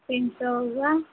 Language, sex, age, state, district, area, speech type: Hindi, female, 30-45, Uttar Pradesh, Mau, rural, conversation